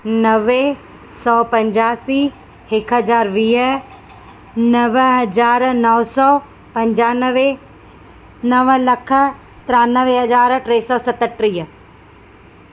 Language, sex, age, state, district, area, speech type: Sindhi, female, 30-45, Madhya Pradesh, Katni, urban, spontaneous